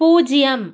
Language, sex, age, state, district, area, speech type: Tamil, female, 30-45, Tamil Nadu, Chengalpattu, urban, read